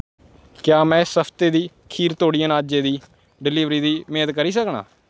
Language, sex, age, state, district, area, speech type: Dogri, male, 18-30, Jammu and Kashmir, Kathua, rural, read